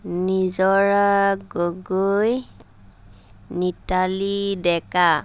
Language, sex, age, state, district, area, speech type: Assamese, female, 30-45, Assam, Lakhimpur, rural, spontaneous